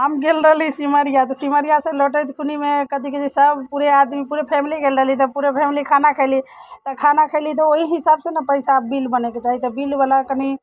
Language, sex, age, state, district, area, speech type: Maithili, female, 30-45, Bihar, Muzaffarpur, rural, spontaneous